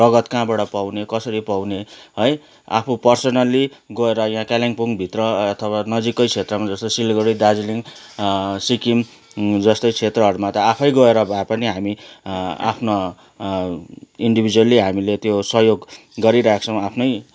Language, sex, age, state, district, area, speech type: Nepali, male, 45-60, West Bengal, Kalimpong, rural, spontaneous